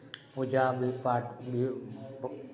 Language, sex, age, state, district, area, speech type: Maithili, male, 60+, Bihar, Araria, rural, spontaneous